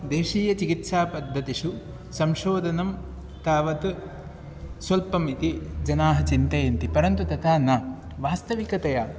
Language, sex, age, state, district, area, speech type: Sanskrit, male, 30-45, Kerala, Ernakulam, rural, spontaneous